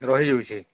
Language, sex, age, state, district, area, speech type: Odia, male, 45-60, Odisha, Nuapada, urban, conversation